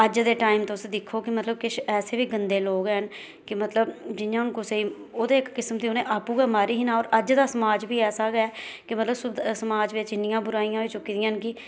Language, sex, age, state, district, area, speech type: Dogri, female, 30-45, Jammu and Kashmir, Reasi, rural, spontaneous